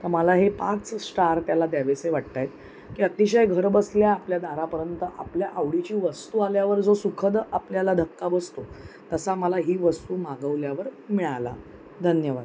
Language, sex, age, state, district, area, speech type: Marathi, female, 30-45, Maharashtra, Mumbai Suburban, urban, spontaneous